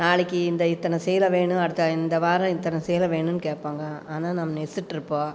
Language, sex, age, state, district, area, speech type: Tamil, female, 45-60, Tamil Nadu, Coimbatore, rural, spontaneous